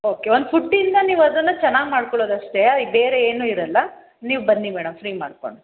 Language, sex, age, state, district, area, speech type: Kannada, female, 30-45, Karnataka, Hassan, urban, conversation